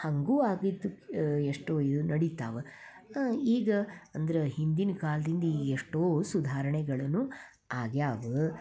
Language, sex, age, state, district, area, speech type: Kannada, female, 60+, Karnataka, Dharwad, rural, spontaneous